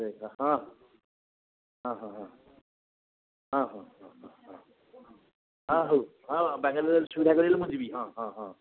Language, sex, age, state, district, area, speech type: Odia, male, 60+, Odisha, Gajapati, rural, conversation